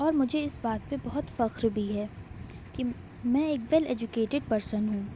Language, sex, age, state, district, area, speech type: Urdu, female, 18-30, Uttar Pradesh, Shahjahanpur, urban, spontaneous